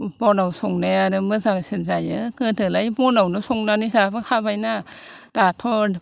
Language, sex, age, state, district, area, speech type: Bodo, female, 60+, Assam, Chirang, rural, spontaneous